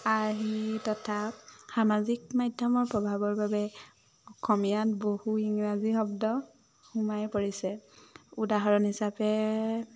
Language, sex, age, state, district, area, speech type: Assamese, female, 18-30, Assam, Dhemaji, urban, spontaneous